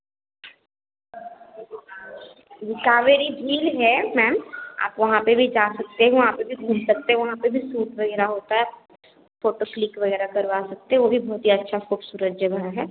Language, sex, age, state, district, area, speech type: Hindi, female, 18-30, Bihar, Begusarai, urban, conversation